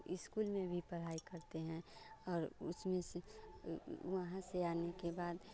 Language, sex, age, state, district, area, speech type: Hindi, female, 30-45, Bihar, Vaishali, urban, spontaneous